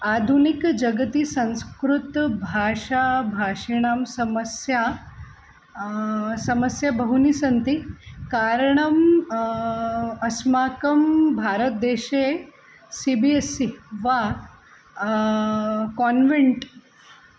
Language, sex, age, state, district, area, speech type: Sanskrit, female, 45-60, Maharashtra, Nagpur, urban, spontaneous